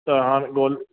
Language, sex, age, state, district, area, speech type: Sindhi, male, 30-45, Rajasthan, Ajmer, urban, conversation